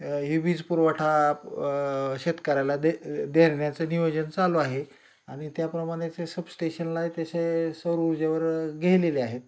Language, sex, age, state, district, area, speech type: Marathi, male, 45-60, Maharashtra, Osmanabad, rural, spontaneous